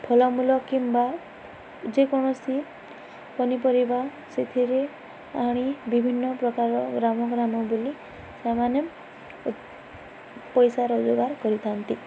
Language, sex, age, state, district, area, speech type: Odia, female, 18-30, Odisha, Balangir, urban, spontaneous